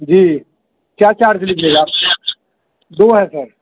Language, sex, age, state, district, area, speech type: Urdu, male, 30-45, Delhi, Central Delhi, urban, conversation